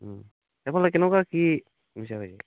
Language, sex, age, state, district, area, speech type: Assamese, male, 45-60, Assam, Tinsukia, rural, conversation